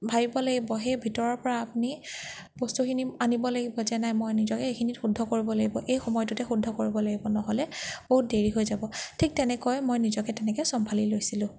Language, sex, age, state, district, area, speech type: Assamese, female, 18-30, Assam, Nagaon, rural, spontaneous